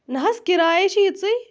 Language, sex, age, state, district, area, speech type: Kashmiri, female, 18-30, Jammu and Kashmir, Shopian, rural, spontaneous